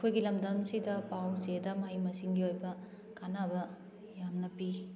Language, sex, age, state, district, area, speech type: Manipuri, female, 30-45, Manipur, Kakching, rural, spontaneous